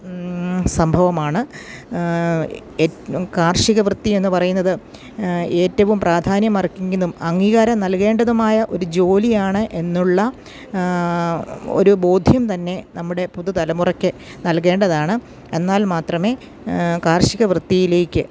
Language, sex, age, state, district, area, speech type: Malayalam, female, 45-60, Kerala, Kottayam, rural, spontaneous